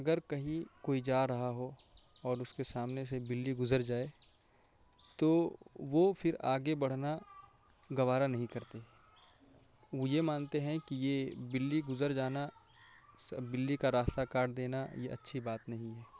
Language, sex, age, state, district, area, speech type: Urdu, male, 30-45, Uttar Pradesh, Azamgarh, rural, spontaneous